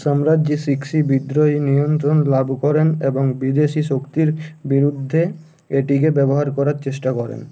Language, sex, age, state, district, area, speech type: Bengali, male, 18-30, West Bengal, Uttar Dinajpur, urban, read